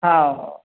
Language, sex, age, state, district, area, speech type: Odia, female, 60+, Odisha, Angul, rural, conversation